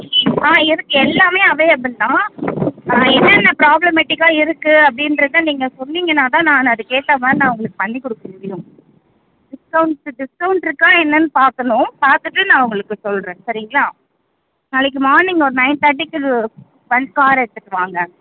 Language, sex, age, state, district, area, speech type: Tamil, female, 18-30, Tamil Nadu, Chengalpattu, rural, conversation